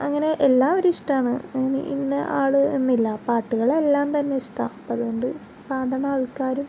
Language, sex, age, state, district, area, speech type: Malayalam, female, 18-30, Kerala, Ernakulam, rural, spontaneous